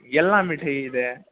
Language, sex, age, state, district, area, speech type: Kannada, male, 18-30, Karnataka, Mysore, urban, conversation